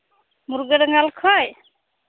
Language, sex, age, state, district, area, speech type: Santali, female, 18-30, Jharkhand, Pakur, rural, conversation